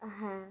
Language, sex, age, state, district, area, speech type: Bengali, female, 18-30, West Bengal, Malda, rural, spontaneous